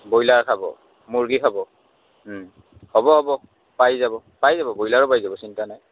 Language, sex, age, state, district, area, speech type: Assamese, male, 18-30, Assam, Udalguri, urban, conversation